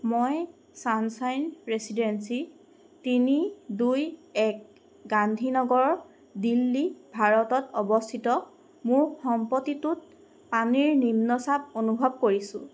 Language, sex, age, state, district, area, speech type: Assamese, female, 18-30, Assam, Golaghat, urban, read